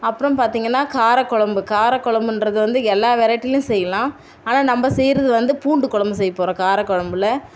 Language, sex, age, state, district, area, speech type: Tamil, female, 30-45, Tamil Nadu, Tiruvannamalai, urban, spontaneous